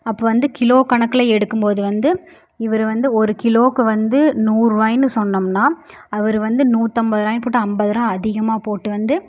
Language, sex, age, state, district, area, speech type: Tamil, female, 18-30, Tamil Nadu, Erode, rural, spontaneous